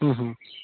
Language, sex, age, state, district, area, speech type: Assamese, male, 45-60, Assam, Udalguri, rural, conversation